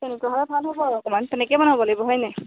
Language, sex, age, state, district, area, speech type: Assamese, female, 18-30, Assam, Majuli, urban, conversation